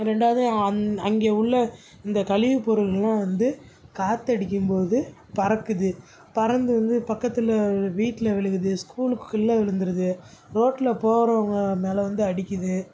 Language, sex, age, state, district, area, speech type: Tamil, male, 18-30, Tamil Nadu, Tiruchirappalli, rural, spontaneous